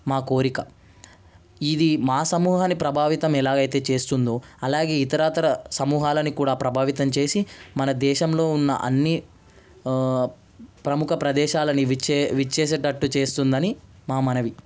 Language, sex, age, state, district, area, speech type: Telugu, male, 18-30, Telangana, Ranga Reddy, urban, spontaneous